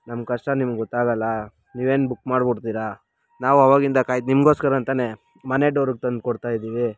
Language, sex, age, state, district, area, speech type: Kannada, male, 30-45, Karnataka, Bangalore Rural, rural, spontaneous